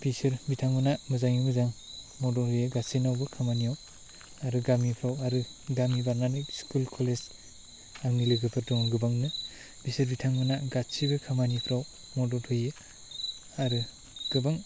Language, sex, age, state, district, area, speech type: Bodo, male, 30-45, Assam, Chirang, urban, spontaneous